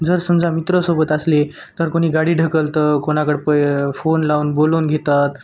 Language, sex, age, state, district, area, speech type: Marathi, male, 18-30, Maharashtra, Nanded, urban, spontaneous